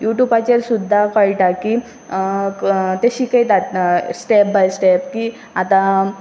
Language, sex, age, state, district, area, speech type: Goan Konkani, female, 18-30, Goa, Pernem, rural, spontaneous